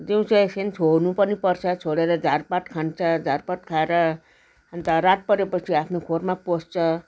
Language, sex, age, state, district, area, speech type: Nepali, female, 60+, West Bengal, Darjeeling, rural, spontaneous